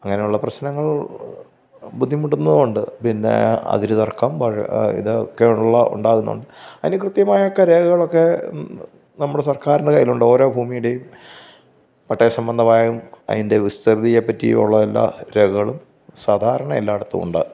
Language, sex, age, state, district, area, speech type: Malayalam, male, 45-60, Kerala, Pathanamthitta, rural, spontaneous